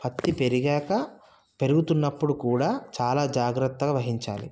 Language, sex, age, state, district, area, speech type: Telugu, male, 30-45, Telangana, Sangareddy, urban, spontaneous